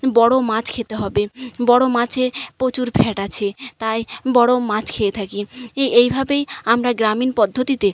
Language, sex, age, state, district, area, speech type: Bengali, female, 45-60, West Bengal, Jhargram, rural, spontaneous